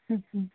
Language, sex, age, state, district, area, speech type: Kannada, female, 60+, Karnataka, Mandya, rural, conversation